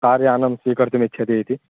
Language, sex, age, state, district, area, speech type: Sanskrit, male, 18-30, Andhra Pradesh, Guntur, urban, conversation